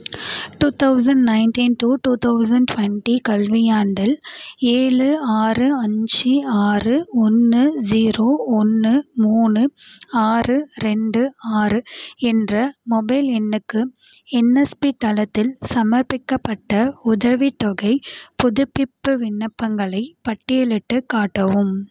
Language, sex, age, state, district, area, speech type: Tamil, female, 18-30, Tamil Nadu, Tiruvarur, rural, read